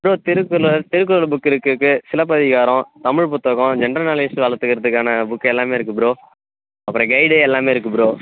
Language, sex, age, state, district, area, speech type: Tamil, male, 18-30, Tamil Nadu, Kallakurichi, urban, conversation